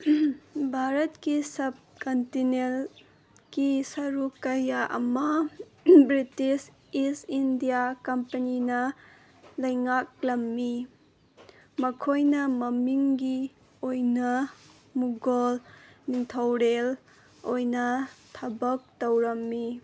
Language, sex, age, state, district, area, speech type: Manipuri, female, 18-30, Manipur, Senapati, urban, read